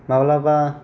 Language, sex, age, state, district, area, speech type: Bodo, male, 45-60, Assam, Kokrajhar, rural, spontaneous